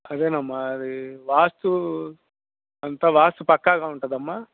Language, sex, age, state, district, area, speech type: Telugu, male, 45-60, Andhra Pradesh, Bapatla, rural, conversation